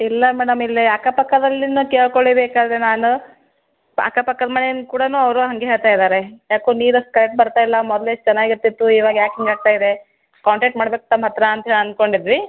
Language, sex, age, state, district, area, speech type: Kannada, female, 30-45, Karnataka, Gulbarga, urban, conversation